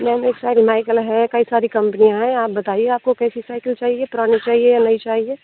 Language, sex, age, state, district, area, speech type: Hindi, female, 18-30, Rajasthan, Bharatpur, rural, conversation